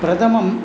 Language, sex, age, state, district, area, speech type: Sanskrit, male, 60+, Tamil Nadu, Coimbatore, urban, spontaneous